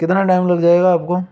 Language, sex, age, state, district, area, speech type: Hindi, male, 18-30, Rajasthan, Jaipur, urban, spontaneous